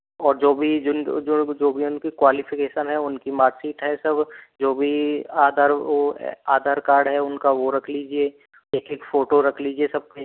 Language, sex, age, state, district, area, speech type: Hindi, male, 30-45, Rajasthan, Jaipur, urban, conversation